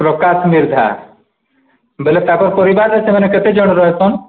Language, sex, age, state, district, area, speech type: Odia, male, 45-60, Odisha, Nuapada, urban, conversation